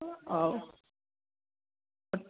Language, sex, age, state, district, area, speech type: Dogri, male, 18-30, Jammu and Kashmir, Samba, rural, conversation